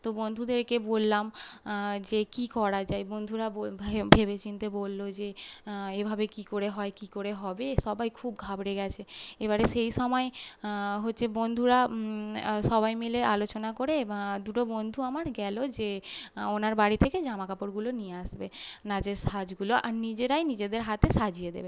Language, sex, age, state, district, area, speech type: Bengali, female, 18-30, West Bengal, North 24 Parganas, urban, spontaneous